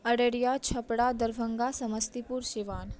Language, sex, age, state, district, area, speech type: Maithili, female, 18-30, Bihar, Madhubani, rural, spontaneous